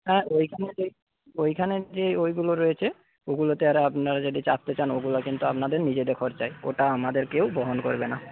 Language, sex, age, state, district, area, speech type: Bengali, male, 30-45, West Bengal, Paschim Medinipur, rural, conversation